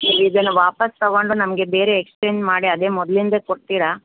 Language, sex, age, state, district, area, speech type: Kannada, female, 60+, Karnataka, Bellary, rural, conversation